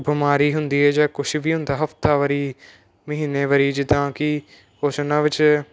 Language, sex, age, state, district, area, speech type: Punjabi, male, 18-30, Punjab, Moga, rural, spontaneous